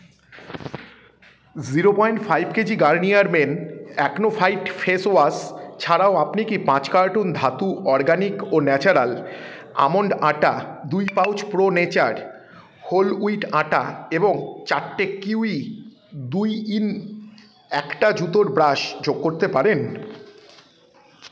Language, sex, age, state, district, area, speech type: Bengali, male, 30-45, West Bengal, Jalpaiguri, rural, read